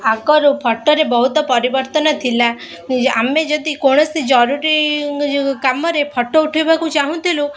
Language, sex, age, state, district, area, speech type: Odia, female, 18-30, Odisha, Kendrapara, urban, spontaneous